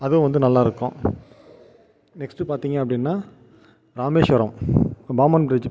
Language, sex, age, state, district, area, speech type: Tamil, male, 30-45, Tamil Nadu, Viluppuram, urban, spontaneous